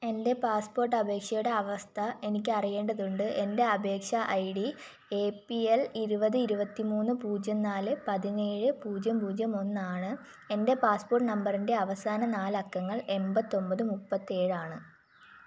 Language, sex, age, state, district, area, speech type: Malayalam, female, 18-30, Kerala, Kollam, rural, read